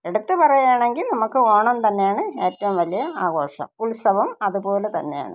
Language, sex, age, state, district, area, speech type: Malayalam, female, 45-60, Kerala, Thiruvananthapuram, rural, spontaneous